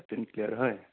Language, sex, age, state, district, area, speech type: Assamese, male, 30-45, Assam, Sonitpur, rural, conversation